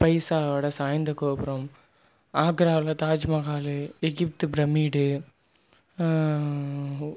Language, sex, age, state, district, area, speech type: Tamil, male, 30-45, Tamil Nadu, Mayiladuthurai, rural, spontaneous